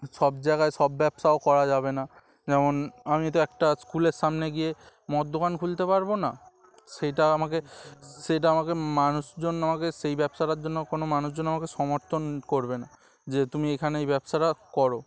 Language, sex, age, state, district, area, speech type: Bengali, male, 18-30, West Bengal, Dakshin Dinajpur, urban, spontaneous